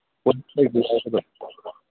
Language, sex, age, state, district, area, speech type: Manipuri, male, 45-60, Manipur, Imphal East, rural, conversation